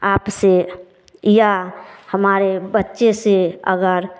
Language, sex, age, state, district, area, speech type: Hindi, female, 30-45, Bihar, Samastipur, rural, spontaneous